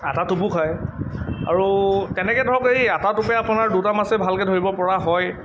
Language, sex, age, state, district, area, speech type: Assamese, male, 18-30, Assam, Sivasagar, rural, spontaneous